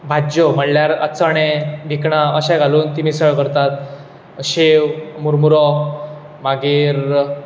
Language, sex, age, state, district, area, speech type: Goan Konkani, male, 18-30, Goa, Bardez, urban, spontaneous